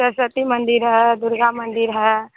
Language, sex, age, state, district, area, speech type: Hindi, female, 18-30, Bihar, Madhepura, rural, conversation